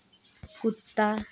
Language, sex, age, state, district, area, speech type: Hindi, female, 45-60, Uttar Pradesh, Mau, rural, read